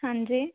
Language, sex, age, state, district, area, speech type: Punjabi, female, 18-30, Punjab, Mohali, urban, conversation